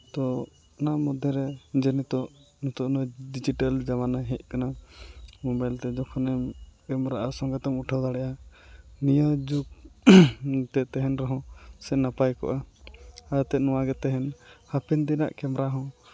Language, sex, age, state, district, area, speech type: Santali, male, 18-30, West Bengal, Uttar Dinajpur, rural, spontaneous